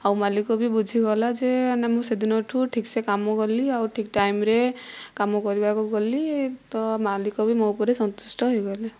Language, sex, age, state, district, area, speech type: Odia, female, 45-60, Odisha, Kandhamal, rural, spontaneous